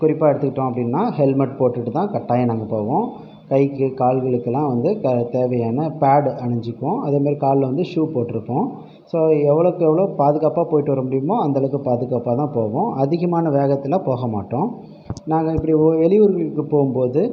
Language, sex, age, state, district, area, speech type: Tamil, male, 30-45, Tamil Nadu, Pudukkottai, rural, spontaneous